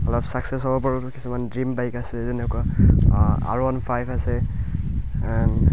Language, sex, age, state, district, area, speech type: Assamese, male, 18-30, Assam, Barpeta, rural, spontaneous